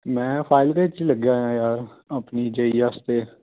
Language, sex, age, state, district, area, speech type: Punjabi, male, 18-30, Punjab, Fazilka, rural, conversation